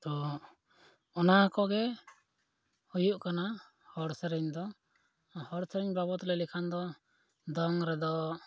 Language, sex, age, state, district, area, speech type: Santali, male, 30-45, Jharkhand, East Singhbhum, rural, spontaneous